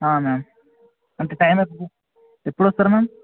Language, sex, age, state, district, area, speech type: Telugu, male, 18-30, Telangana, Suryapet, urban, conversation